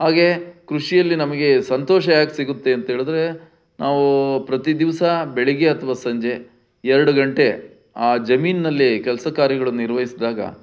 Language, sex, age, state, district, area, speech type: Kannada, male, 60+, Karnataka, Chitradurga, rural, spontaneous